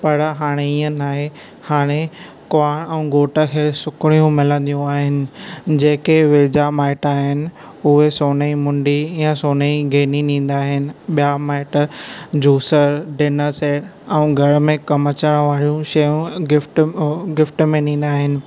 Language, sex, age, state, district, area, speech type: Sindhi, male, 18-30, Maharashtra, Thane, urban, spontaneous